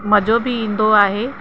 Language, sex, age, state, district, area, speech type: Sindhi, female, 30-45, Uttar Pradesh, Lucknow, rural, spontaneous